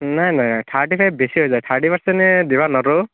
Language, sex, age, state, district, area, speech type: Assamese, male, 18-30, Assam, Barpeta, rural, conversation